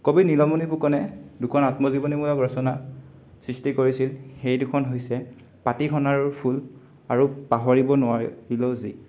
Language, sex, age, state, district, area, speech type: Assamese, male, 18-30, Assam, Sonitpur, rural, spontaneous